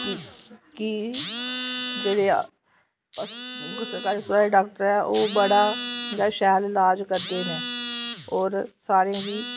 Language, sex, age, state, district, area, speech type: Dogri, female, 30-45, Jammu and Kashmir, Samba, urban, spontaneous